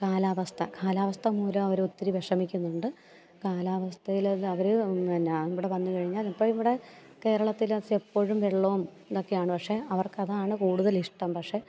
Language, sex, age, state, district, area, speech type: Malayalam, female, 30-45, Kerala, Alappuzha, rural, spontaneous